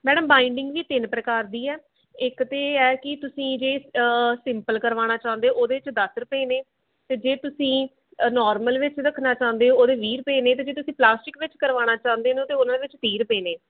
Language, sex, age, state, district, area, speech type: Punjabi, female, 18-30, Punjab, Gurdaspur, rural, conversation